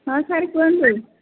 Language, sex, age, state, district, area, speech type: Odia, female, 60+, Odisha, Gajapati, rural, conversation